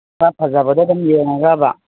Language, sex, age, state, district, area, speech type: Manipuri, female, 60+, Manipur, Kangpokpi, urban, conversation